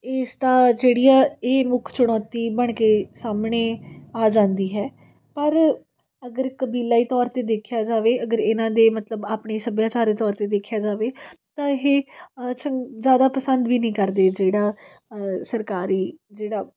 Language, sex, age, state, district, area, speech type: Punjabi, female, 18-30, Punjab, Fatehgarh Sahib, urban, spontaneous